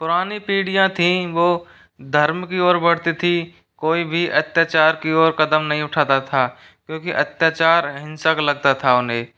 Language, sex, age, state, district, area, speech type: Hindi, male, 18-30, Rajasthan, Jodhpur, rural, spontaneous